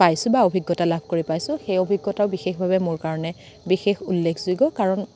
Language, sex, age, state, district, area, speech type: Assamese, female, 30-45, Assam, Dibrugarh, rural, spontaneous